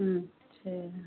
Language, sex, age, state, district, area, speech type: Hindi, female, 45-60, Uttar Pradesh, Pratapgarh, rural, conversation